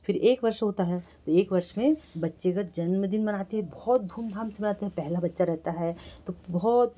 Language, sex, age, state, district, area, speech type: Hindi, female, 60+, Madhya Pradesh, Betul, urban, spontaneous